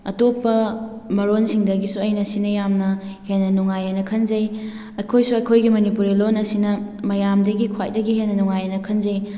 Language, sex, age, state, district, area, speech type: Manipuri, female, 18-30, Manipur, Thoubal, urban, spontaneous